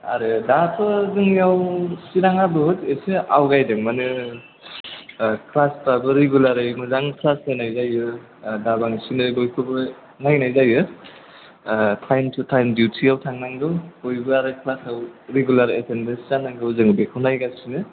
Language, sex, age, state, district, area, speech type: Bodo, male, 18-30, Assam, Chirang, rural, conversation